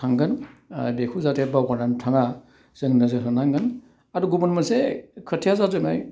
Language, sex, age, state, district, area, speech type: Bodo, male, 60+, Assam, Udalguri, urban, spontaneous